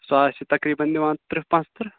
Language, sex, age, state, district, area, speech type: Kashmiri, male, 18-30, Jammu and Kashmir, Budgam, rural, conversation